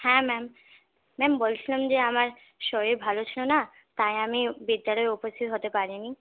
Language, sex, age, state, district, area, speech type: Bengali, female, 18-30, West Bengal, Purulia, urban, conversation